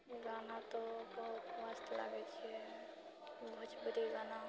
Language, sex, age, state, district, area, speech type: Maithili, female, 45-60, Bihar, Purnia, rural, spontaneous